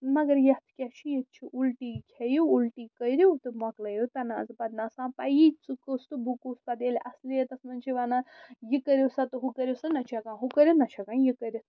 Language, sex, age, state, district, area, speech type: Kashmiri, female, 45-60, Jammu and Kashmir, Srinagar, urban, spontaneous